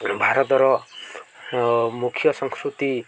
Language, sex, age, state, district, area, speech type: Odia, male, 18-30, Odisha, Koraput, urban, spontaneous